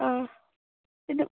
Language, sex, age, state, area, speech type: Tamil, female, 18-30, Tamil Nadu, urban, conversation